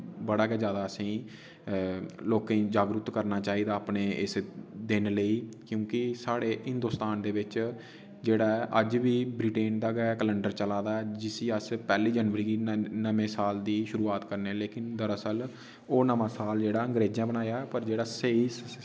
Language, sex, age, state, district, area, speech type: Dogri, male, 18-30, Jammu and Kashmir, Udhampur, rural, spontaneous